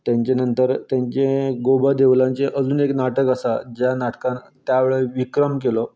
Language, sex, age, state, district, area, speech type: Goan Konkani, male, 30-45, Goa, Canacona, rural, spontaneous